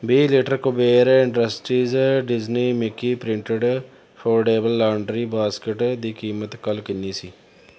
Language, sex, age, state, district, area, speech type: Punjabi, male, 30-45, Punjab, Pathankot, urban, read